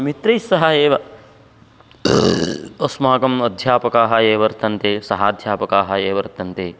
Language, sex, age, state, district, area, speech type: Sanskrit, male, 45-60, Karnataka, Uttara Kannada, rural, spontaneous